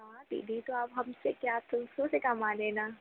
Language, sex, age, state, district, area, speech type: Hindi, female, 18-30, Madhya Pradesh, Jabalpur, urban, conversation